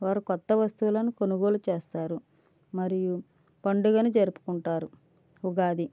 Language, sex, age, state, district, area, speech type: Telugu, female, 60+, Andhra Pradesh, East Godavari, rural, spontaneous